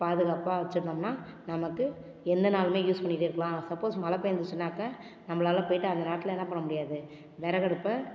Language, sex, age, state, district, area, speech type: Tamil, female, 18-30, Tamil Nadu, Ariyalur, rural, spontaneous